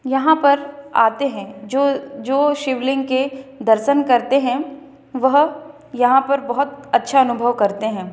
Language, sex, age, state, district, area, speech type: Hindi, female, 30-45, Madhya Pradesh, Balaghat, rural, spontaneous